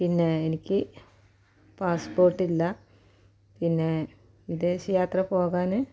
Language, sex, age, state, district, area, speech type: Malayalam, female, 45-60, Kerala, Malappuram, rural, spontaneous